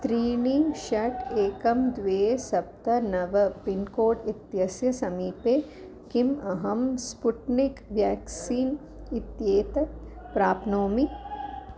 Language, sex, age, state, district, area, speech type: Sanskrit, female, 45-60, Tamil Nadu, Kanyakumari, urban, read